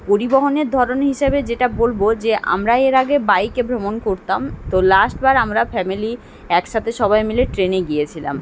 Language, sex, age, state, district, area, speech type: Bengali, female, 30-45, West Bengal, Kolkata, urban, spontaneous